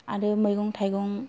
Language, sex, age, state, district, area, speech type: Bodo, female, 30-45, Assam, Kokrajhar, rural, spontaneous